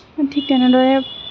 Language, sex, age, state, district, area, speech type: Assamese, female, 18-30, Assam, Kamrup Metropolitan, urban, spontaneous